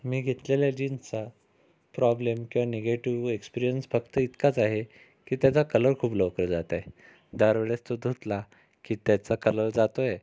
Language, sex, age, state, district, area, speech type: Marathi, male, 45-60, Maharashtra, Amravati, urban, spontaneous